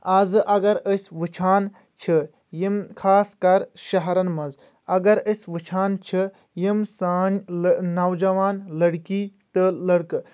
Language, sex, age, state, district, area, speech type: Kashmiri, male, 18-30, Jammu and Kashmir, Kulgam, rural, spontaneous